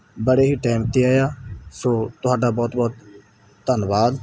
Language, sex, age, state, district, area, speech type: Punjabi, male, 18-30, Punjab, Mansa, rural, spontaneous